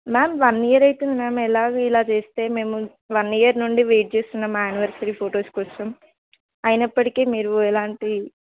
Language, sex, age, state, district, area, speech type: Telugu, female, 18-30, Telangana, Hanamkonda, rural, conversation